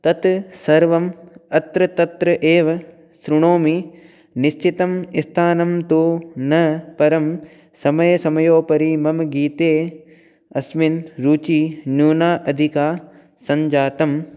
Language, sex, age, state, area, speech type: Sanskrit, male, 18-30, Rajasthan, rural, spontaneous